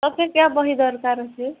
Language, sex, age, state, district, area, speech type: Odia, female, 18-30, Odisha, Nuapada, urban, conversation